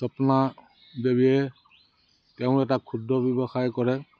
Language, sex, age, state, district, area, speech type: Assamese, male, 60+, Assam, Udalguri, rural, spontaneous